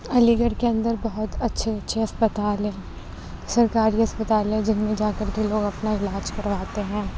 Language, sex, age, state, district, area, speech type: Urdu, female, 30-45, Uttar Pradesh, Aligarh, urban, spontaneous